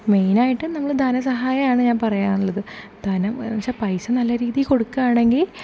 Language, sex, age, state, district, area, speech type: Malayalam, female, 18-30, Kerala, Thrissur, urban, spontaneous